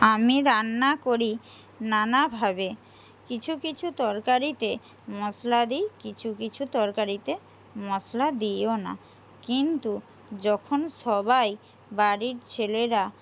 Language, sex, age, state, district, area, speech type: Bengali, female, 45-60, West Bengal, Jhargram, rural, spontaneous